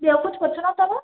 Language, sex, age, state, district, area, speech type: Sindhi, female, 18-30, Maharashtra, Thane, urban, conversation